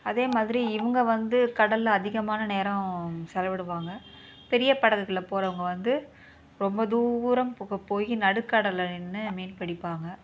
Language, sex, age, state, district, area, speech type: Tamil, female, 30-45, Tamil Nadu, Chennai, urban, spontaneous